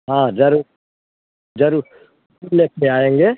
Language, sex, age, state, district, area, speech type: Hindi, male, 60+, Bihar, Muzaffarpur, rural, conversation